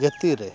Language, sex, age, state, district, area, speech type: Santali, male, 45-60, Odisha, Mayurbhanj, rural, spontaneous